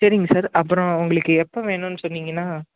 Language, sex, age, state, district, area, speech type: Tamil, male, 18-30, Tamil Nadu, Chennai, urban, conversation